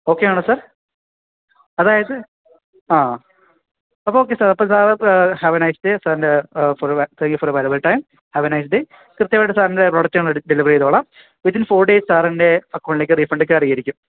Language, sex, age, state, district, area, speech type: Malayalam, male, 18-30, Kerala, Idukki, rural, conversation